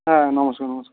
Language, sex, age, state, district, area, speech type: Bengali, male, 18-30, West Bengal, Purulia, urban, conversation